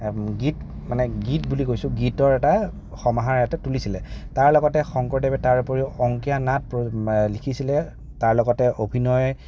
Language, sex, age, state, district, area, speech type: Assamese, male, 30-45, Assam, Kamrup Metropolitan, urban, spontaneous